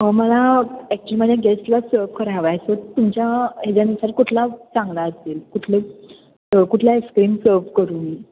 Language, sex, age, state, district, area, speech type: Marathi, female, 18-30, Maharashtra, Kolhapur, urban, conversation